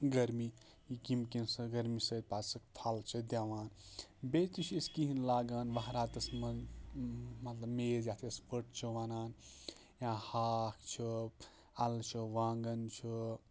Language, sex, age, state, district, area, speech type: Kashmiri, male, 30-45, Jammu and Kashmir, Kupwara, rural, spontaneous